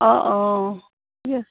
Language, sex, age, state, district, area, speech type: Assamese, female, 45-60, Assam, Sivasagar, rural, conversation